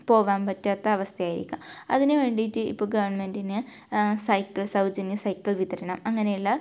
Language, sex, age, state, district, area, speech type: Malayalam, female, 18-30, Kerala, Kasaragod, rural, spontaneous